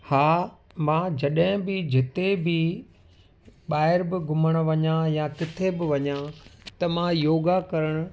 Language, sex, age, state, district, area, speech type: Sindhi, male, 45-60, Gujarat, Kutch, urban, spontaneous